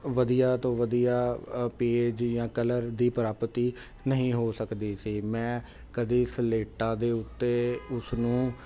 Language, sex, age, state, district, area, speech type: Punjabi, male, 30-45, Punjab, Jalandhar, urban, spontaneous